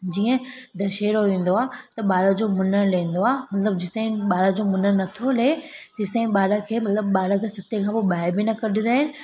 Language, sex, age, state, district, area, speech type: Sindhi, female, 18-30, Gujarat, Surat, urban, spontaneous